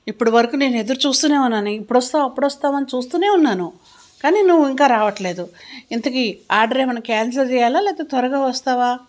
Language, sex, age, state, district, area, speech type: Telugu, female, 60+, Telangana, Hyderabad, urban, spontaneous